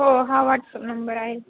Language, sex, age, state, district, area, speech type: Marathi, female, 18-30, Maharashtra, Ahmednagar, rural, conversation